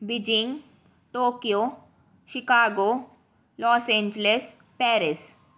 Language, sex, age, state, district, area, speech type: Sindhi, female, 18-30, Delhi, South Delhi, urban, spontaneous